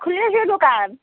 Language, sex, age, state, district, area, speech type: Assamese, female, 60+, Assam, Biswanath, rural, conversation